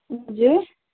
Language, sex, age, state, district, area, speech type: Nepali, female, 30-45, West Bengal, Jalpaiguri, rural, conversation